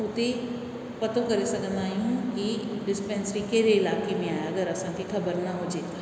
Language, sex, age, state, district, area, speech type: Sindhi, female, 60+, Rajasthan, Ajmer, urban, spontaneous